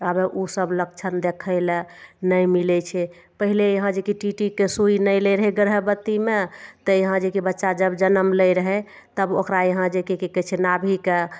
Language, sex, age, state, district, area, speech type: Maithili, female, 45-60, Bihar, Begusarai, urban, spontaneous